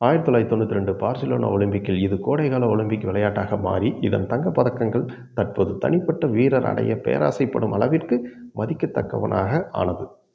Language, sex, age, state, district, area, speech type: Tamil, male, 45-60, Tamil Nadu, Erode, urban, read